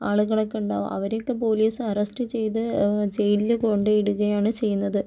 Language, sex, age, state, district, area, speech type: Malayalam, female, 45-60, Kerala, Kozhikode, urban, spontaneous